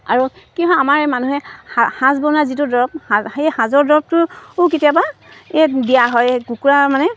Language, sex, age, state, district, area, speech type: Assamese, female, 45-60, Assam, Dibrugarh, rural, spontaneous